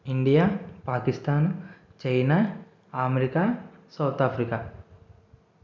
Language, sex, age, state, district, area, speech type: Telugu, male, 45-60, Andhra Pradesh, East Godavari, rural, spontaneous